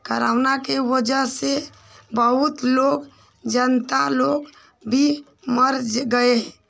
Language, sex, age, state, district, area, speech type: Hindi, female, 45-60, Uttar Pradesh, Ghazipur, rural, spontaneous